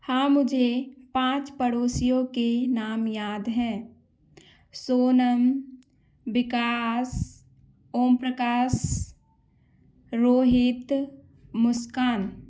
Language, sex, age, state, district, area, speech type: Hindi, female, 18-30, Madhya Pradesh, Gwalior, urban, spontaneous